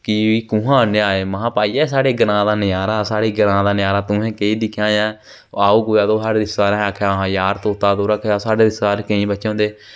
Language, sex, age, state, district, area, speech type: Dogri, male, 18-30, Jammu and Kashmir, Jammu, rural, spontaneous